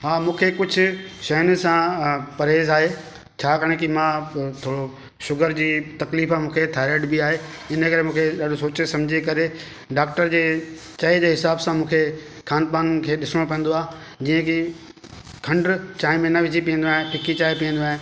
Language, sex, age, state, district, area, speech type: Sindhi, male, 45-60, Delhi, South Delhi, urban, spontaneous